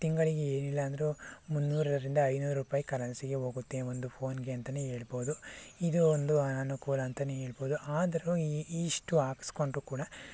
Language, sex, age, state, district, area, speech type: Kannada, male, 18-30, Karnataka, Chikkaballapur, rural, spontaneous